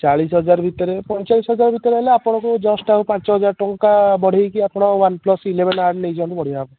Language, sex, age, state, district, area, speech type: Odia, male, 18-30, Odisha, Puri, urban, conversation